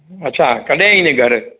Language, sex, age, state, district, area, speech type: Sindhi, male, 60+, Maharashtra, Mumbai Suburban, urban, conversation